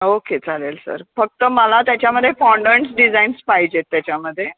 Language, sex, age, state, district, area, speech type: Marathi, female, 30-45, Maharashtra, Kolhapur, urban, conversation